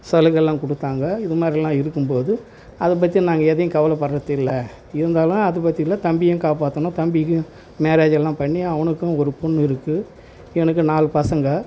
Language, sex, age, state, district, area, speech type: Tamil, male, 60+, Tamil Nadu, Tiruvarur, rural, spontaneous